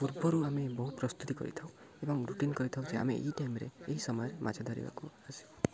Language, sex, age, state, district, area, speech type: Odia, male, 18-30, Odisha, Jagatsinghpur, rural, spontaneous